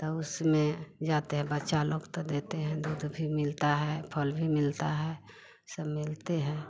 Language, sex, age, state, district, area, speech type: Hindi, female, 45-60, Bihar, Vaishali, rural, spontaneous